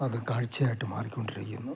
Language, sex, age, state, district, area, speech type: Malayalam, male, 60+, Kerala, Idukki, rural, spontaneous